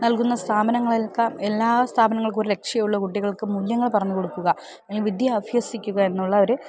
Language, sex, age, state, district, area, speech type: Malayalam, female, 30-45, Kerala, Thiruvananthapuram, urban, spontaneous